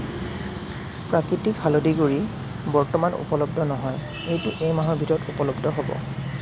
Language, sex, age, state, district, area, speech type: Assamese, male, 18-30, Assam, Kamrup Metropolitan, urban, read